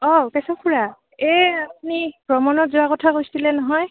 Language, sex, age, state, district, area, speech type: Assamese, female, 18-30, Assam, Goalpara, urban, conversation